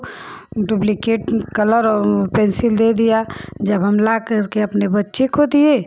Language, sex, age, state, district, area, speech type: Hindi, female, 30-45, Uttar Pradesh, Ghazipur, rural, spontaneous